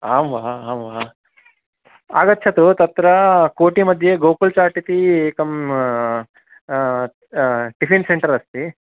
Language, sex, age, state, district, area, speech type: Sanskrit, male, 30-45, Telangana, Hyderabad, urban, conversation